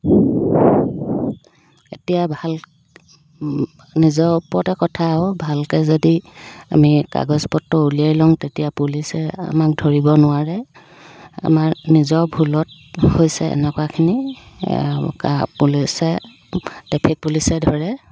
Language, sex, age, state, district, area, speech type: Assamese, female, 30-45, Assam, Dibrugarh, rural, spontaneous